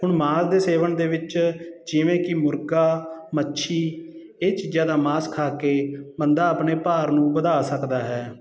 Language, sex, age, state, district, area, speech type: Punjabi, male, 30-45, Punjab, Sangrur, rural, spontaneous